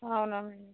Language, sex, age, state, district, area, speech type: Telugu, female, 30-45, Telangana, Warangal, rural, conversation